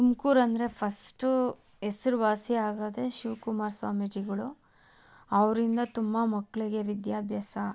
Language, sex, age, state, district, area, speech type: Kannada, female, 18-30, Karnataka, Tumkur, urban, spontaneous